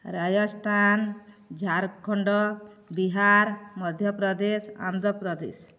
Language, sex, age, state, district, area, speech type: Odia, female, 45-60, Odisha, Balangir, urban, spontaneous